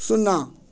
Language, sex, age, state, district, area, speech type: Maithili, male, 60+, Bihar, Muzaffarpur, rural, read